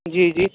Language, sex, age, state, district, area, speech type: Urdu, male, 18-30, Delhi, Central Delhi, urban, conversation